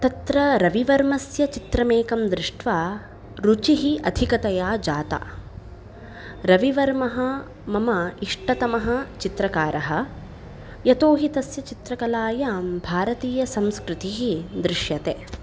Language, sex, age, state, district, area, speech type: Sanskrit, female, 18-30, Karnataka, Udupi, urban, spontaneous